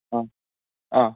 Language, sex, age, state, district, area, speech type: Malayalam, male, 18-30, Kerala, Wayanad, rural, conversation